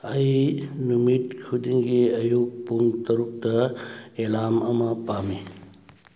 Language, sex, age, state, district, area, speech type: Manipuri, male, 60+, Manipur, Churachandpur, urban, read